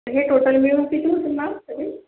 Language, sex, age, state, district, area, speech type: Marathi, female, 45-60, Maharashtra, Yavatmal, urban, conversation